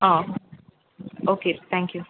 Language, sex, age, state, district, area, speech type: Tamil, female, 18-30, Tamil Nadu, Chennai, urban, conversation